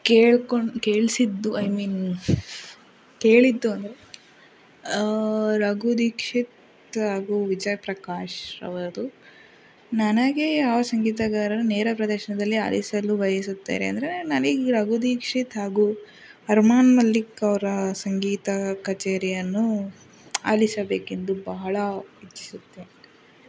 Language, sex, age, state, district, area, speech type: Kannada, female, 45-60, Karnataka, Chikkaballapur, rural, spontaneous